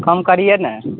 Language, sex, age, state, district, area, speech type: Urdu, male, 18-30, Bihar, Saharsa, rural, conversation